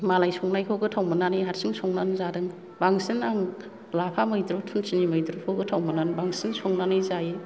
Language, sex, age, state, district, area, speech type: Bodo, female, 60+, Assam, Kokrajhar, rural, spontaneous